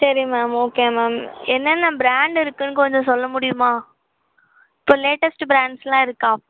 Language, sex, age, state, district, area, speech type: Tamil, female, 18-30, Tamil Nadu, Chennai, urban, conversation